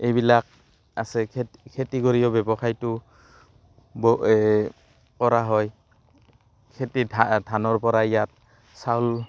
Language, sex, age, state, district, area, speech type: Assamese, male, 30-45, Assam, Barpeta, rural, spontaneous